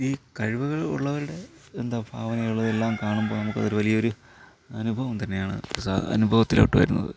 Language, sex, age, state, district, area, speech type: Malayalam, male, 30-45, Kerala, Thiruvananthapuram, rural, spontaneous